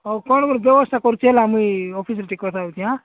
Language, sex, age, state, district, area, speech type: Odia, male, 45-60, Odisha, Nabarangpur, rural, conversation